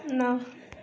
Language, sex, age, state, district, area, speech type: Urdu, female, 30-45, Uttar Pradesh, Lucknow, urban, read